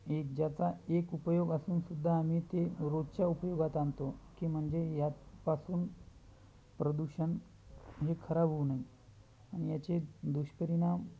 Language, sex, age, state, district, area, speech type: Marathi, male, 30-45, Maharashtra, Hingoli, urban, spontaneous